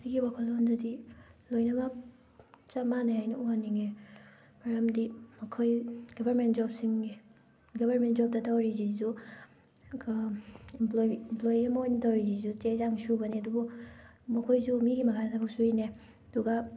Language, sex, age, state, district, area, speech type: Manipuri, female, 18-30, Manipur, Thoubal, rural, spontaneous